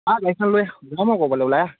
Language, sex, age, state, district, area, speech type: Assamese, male, 30-45, Assam, Morigaon, rural, conversation